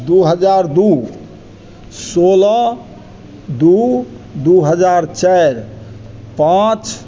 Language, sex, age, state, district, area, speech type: Maithili, male, 60+, Bihar, Madhubani, urban, spontaneous